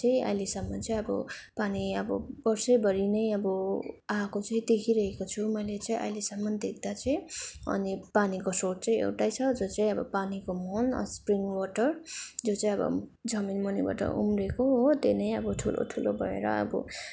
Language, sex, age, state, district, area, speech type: Nepali, female, 18-30, West Bengal, Darjeeling, rural, spontaneous